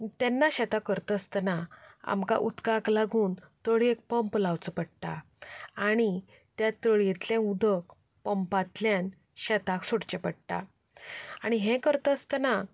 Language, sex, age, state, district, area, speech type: Goan Konkani, female, 30-45, Goa, Canacona, rural, spontaneous